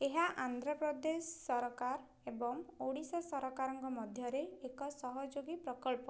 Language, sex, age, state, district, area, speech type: Odia, female, 18-30, Odisha, Ganjam, urban, read